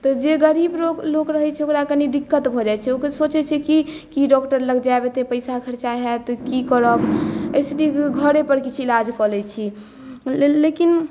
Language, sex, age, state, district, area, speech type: Maithili, female, 18-30, Bihar, Madhubani, rural, spontaneous